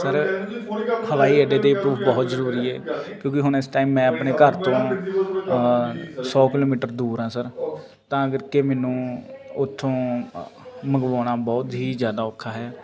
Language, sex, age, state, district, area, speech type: Punjabi, male, 18-30, Punjab, Faridkot, urban, spontaneous